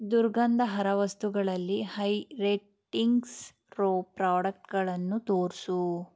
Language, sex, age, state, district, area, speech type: Kannada, female, 18-30, Karnataka, Chikkaballapur, rural, read